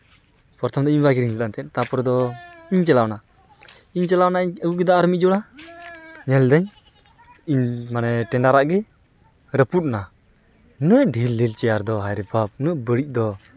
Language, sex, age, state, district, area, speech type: Santali, male, 18-30, West Bengal, Uttar Dinajpur, rural, spontaneous